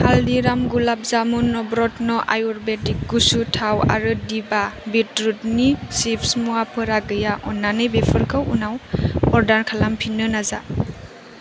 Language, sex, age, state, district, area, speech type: Bodo, female, 18-30, Assam, Chirang, rural, read